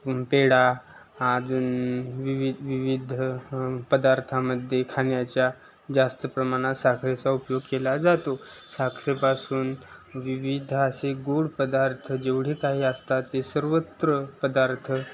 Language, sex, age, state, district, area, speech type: Marathi, male, 18-30, Maharashtra, Osmanabad, rural, spontaneous